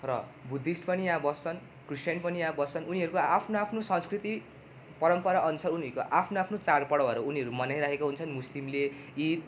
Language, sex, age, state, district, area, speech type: Nepali, male, 18-30, West Bengal, Darjeeling, rural, spontaneous